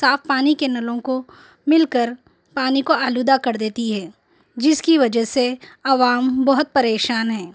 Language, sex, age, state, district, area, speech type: Urdu, female, 30-45, Telangana, Hyderabad, urban, spontaneous